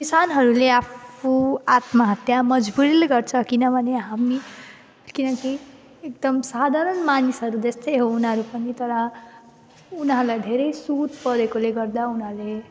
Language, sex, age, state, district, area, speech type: Nepali, female, 18-30, West Bengal, Jalpaiguri, rural, spontaneous